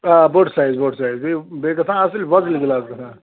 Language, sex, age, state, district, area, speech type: Kashmiri, male, 45-60, Jammu and Kashmir, Ganderbal, rural, conversation